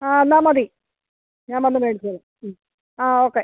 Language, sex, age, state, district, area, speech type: Malayalam, female, 45-60, Kerala, Alappuzha, rural, conversation